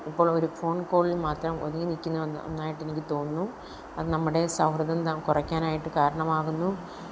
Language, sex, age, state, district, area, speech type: Malayalam, female, 30-45, Kerala, Kollam, rural, spontaneous